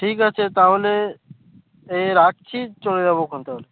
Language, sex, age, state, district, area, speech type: Bengali, male, 18-30, West Bengal, North 24 Parganas, rural, conversation